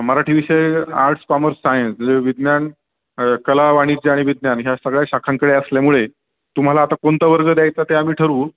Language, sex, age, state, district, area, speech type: Marathi, male, 30-45, Maharashtra, Ahmednagar, rural, conversation